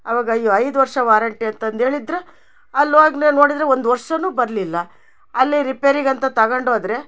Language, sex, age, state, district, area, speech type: Kannada, female, 60+, Karnataka, Chitradurga, rural, spontaneous